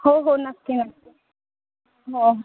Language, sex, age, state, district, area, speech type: Marathi, female, 18-30, Maharashtra, Solapur, urban, conversation